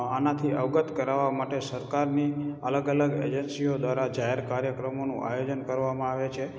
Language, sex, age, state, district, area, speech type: Gujarati, male, 30-45, Gujarat, Morbi, rural, spontaneous